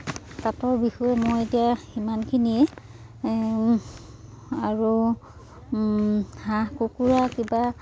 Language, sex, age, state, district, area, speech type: Assamese, female, 30-45, Assam, Dibrugarh, urban, spontaneous